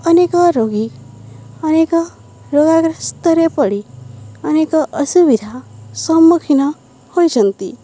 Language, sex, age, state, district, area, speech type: Odia, female, 45-60, Odisha, Balangir, urban, spontaneous